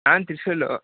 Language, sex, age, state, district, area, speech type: Kannada, male, 18-30, Karnataka, Mysore, urban, conversation